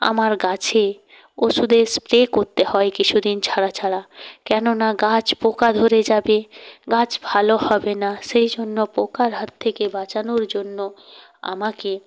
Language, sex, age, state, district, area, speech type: Bengali, female, 45-60, West Bengal, Purba Medinipur, rural, spontaneous